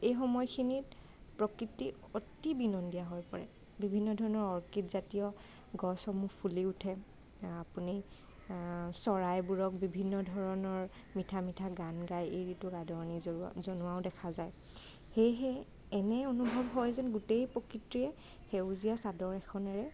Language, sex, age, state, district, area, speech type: Assamese, female, 30-45, Assam, Morigaon, rural, spontaneous